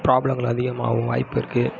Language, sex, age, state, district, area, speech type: Tamil, male, 18-30, Tamil Nadu, Kallakurichi, rural, spontaneous